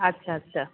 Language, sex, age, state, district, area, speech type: Bengali, female, 30-45, West Bengal, Kolkata, urban, conversation